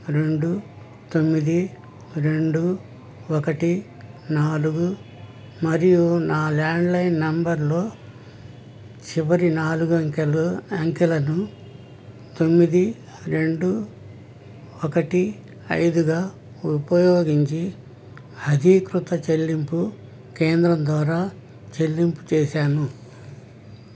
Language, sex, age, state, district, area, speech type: Telugu, male, 60+, Andhra Pradesh, N T Rama Rao, urban, read